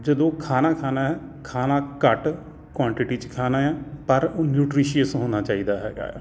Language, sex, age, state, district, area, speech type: Punjabi, male, 45-60, Punjab, Jalandhar, urban, spontaneous